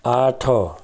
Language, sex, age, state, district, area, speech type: Odia, male, 60+, Odisha, Ganjam, urban, read